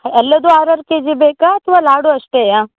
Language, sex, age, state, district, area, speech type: Kannada, female, 18-30, Karnataka, Uttara Kannada, rural, conversation